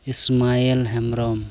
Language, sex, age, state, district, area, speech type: Santali, male, 18-30, Jharkhand, Pakur, rural, spontaneous